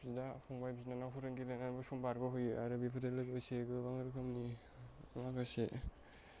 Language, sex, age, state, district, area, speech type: Bodo, male, 30-45, Assam, Kokrajhar, urban, spontaneous